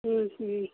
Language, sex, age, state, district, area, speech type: Hindi, female, 45-60, Uttar Pradesh, Chandauli, rural, conversation